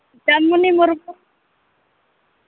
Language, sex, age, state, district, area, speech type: Santali, female, 18-30, Jharkhand, Pakur, rural, conversation